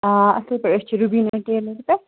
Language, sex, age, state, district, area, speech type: Kashmiri, female, 30-45, Jammu and Kashmir, Kupwara, rural, conversation